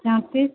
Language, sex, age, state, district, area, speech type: Maithili, female, 18-30, Bihar, Sitamarhi, rural, conversation